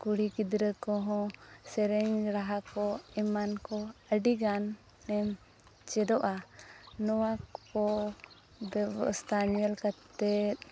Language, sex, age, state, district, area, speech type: Santali, female, 18-30, Jharkhand, Seraikela Kharsawan, rural, spontaneous